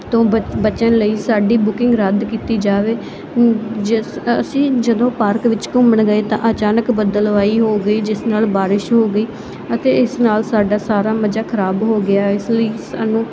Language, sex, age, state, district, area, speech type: Punjabi, female, 18-30, Punjab, Muktsar, urban, spontaneous